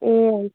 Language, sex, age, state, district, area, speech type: Nepali, female, 18-30, West Bengal, Kalimpong, rural, conversation